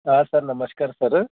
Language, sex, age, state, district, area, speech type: Kannada, male, 45-60, Karnataka, Bidar, urban, conversation